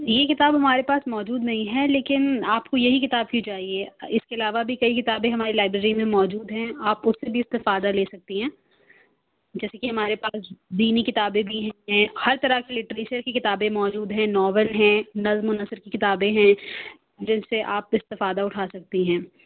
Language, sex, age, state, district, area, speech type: Urdu, female, 30-45, Delhi, South Delhi, urban, conversation